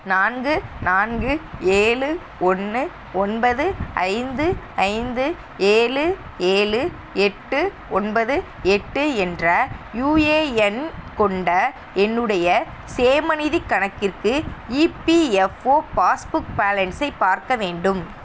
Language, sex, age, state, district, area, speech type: Tamil, female, 18-30, Tamil Nadu, Sivaganga, rural, read